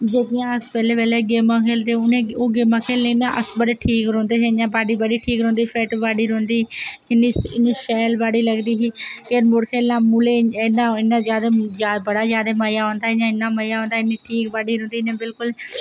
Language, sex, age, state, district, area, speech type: Dogri, female, 18-30, Jammu and Kashmir, Reasi, rural, spontaneous